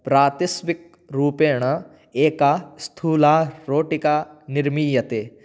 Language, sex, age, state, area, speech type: Sanskrit, male, 18-30, Rajasthan, rural, spontaneous